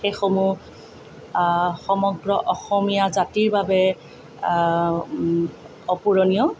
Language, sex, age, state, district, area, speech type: Assamese, female, 45-60, Assam, Tinsukia, rural, spontaneous